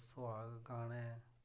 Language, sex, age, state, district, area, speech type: Dogri, male, 45-60, Jammu and Kashmir, Reasi, rural, spontaneous